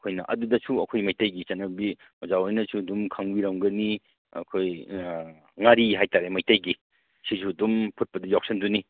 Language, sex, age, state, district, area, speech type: Manipuri, male, 30-45, Manipur, Kangpokpi, urban, conversation